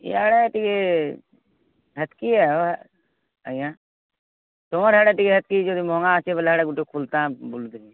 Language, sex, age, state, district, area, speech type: Odia, male, 45-60, Odisha, Nuapada, urban, conversation